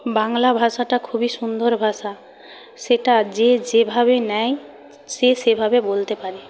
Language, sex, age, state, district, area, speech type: Bengali, female, 45-60, West Bengal, Purba Medinipur, rural, spontaneous